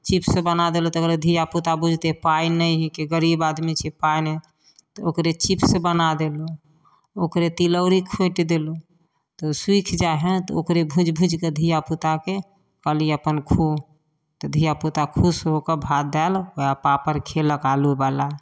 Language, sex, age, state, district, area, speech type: Maithili, female, 45-60, Bihar, Samastipur, rural, spontaneous